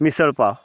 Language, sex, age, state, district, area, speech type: Marathi, male, 30-45, Maharashtra, Osmanabad, rural, spontaneous